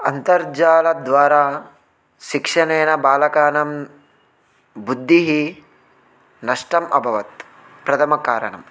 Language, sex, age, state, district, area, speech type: Sanskrit, male, 30-45, Telangana, Ranga Reddy, urban, spontaneous